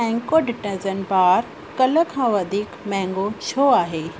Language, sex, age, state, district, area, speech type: Sindhi, female, 30-45, Rajasthan, Ajmer, urban, read